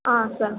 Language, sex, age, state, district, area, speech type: Kannada, female, 18-30, Karnataka, Chitradurga, rural, conversation